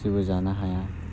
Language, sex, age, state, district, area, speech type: Bodo, male, 18-30, Assam, Udalguri, urban, spontaneous